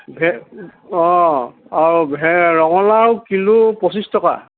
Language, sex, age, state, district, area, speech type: Assamese, male, 60+, Assam, Tinsukia, rural, conversation